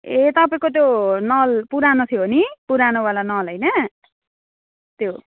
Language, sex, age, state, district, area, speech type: Nepali, female, 30-45, West Bengal, Jalpaiguri, rural, conversation